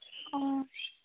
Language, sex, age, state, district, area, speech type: Assamese, female, 18-30, Assam, Tinsukia, urban, conversation